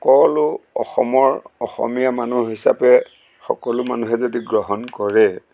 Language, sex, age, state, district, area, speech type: Assamese, male, 60+, Assam, Golaghat, urban, spontaneous